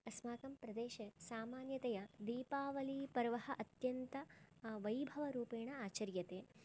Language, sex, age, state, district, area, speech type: Sanskrit, female, 18-30, Karnataka, Chikkamagaluru, rural, spontaneous